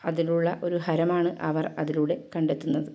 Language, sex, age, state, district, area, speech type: Malayalam, female, 30-45, Kerala, Kasaragod, urban, spontaneous